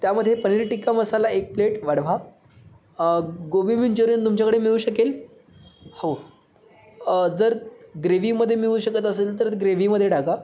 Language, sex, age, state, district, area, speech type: Marathi, male, 18-30, Maharashtra, Sangli, urban, spontaneous